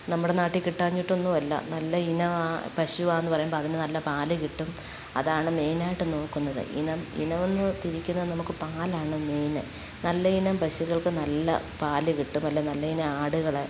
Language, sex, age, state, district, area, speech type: Malayalam, female, 45-60, Kerala, Alappuzha, rural, spontaneous